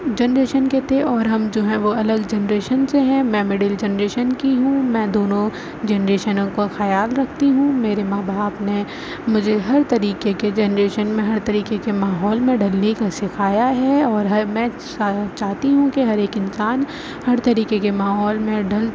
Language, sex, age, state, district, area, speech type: Urdu, female, 30-45, Uttar Pradesh, Aligarh, rural, spontaneous